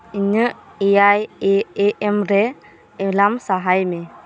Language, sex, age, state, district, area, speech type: Santali, female, 18-30, West Bengal, Birbhum, rural, read